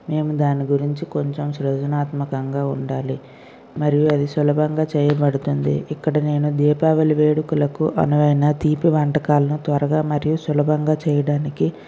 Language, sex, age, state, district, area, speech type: Telugu, female, 60+, Andhra Pradesh, Vizianagaram, rural, spontaneous